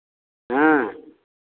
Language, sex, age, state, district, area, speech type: Hindi, male, 60+, Uttar Pradesh, Lucknow, rural, conversation